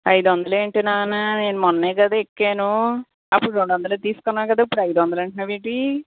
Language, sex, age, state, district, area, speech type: Telugu, female, 18-30, Andhra Pradesh, Guntur, urban, conversation